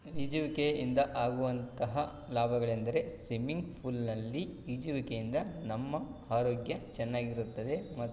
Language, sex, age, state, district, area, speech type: Kannada, male, 18-30, Karnataka, Chitradurga, rural, spontaneous